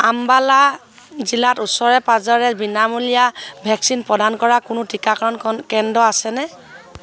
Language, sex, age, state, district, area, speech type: Assamese, female, 30-45, Assam, Sivasagar, rural, read